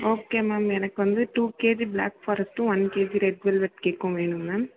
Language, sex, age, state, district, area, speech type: Tamil, female, 18-30, Tamil Nadu, Perambalur, rural, conversation